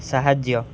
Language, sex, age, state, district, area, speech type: Odia, male, 18-30, Odisha, Jagatsinghpur, rural, read